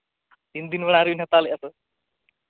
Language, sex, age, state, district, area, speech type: Santali, male, 18-30, Jharkhand, East Singhbhum, rural, conversation